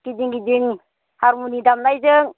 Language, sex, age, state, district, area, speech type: Bodo, female, 45-60, Assam, Baksa, rural, conversation